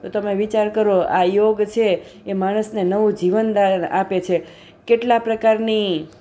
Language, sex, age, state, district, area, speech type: Gujarati, female, 45-60, Gujarat, Junagadh, urban, spontaneous